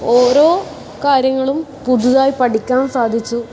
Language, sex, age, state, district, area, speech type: Malayalam, female, 18-30, Kerala, Kasaragod, urban, spontaneous